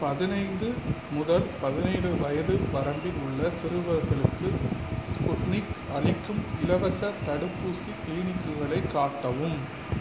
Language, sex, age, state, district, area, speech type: Tamil, male, 45-60, Tamil Nadu, Pudukkottai, rural, read